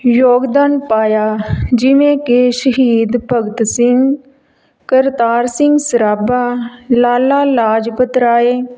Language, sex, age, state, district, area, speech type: Punjabi, female, 30-45, Punjab, Tarn Taran, rural, spontaneous